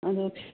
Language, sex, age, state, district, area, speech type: Manipuri, female, 45-60, Manipur, Churachandpur, rural, conversation